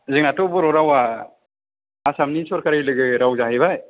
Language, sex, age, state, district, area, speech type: Bodo, male, 30-45, Assam, Chirang, rural, conversation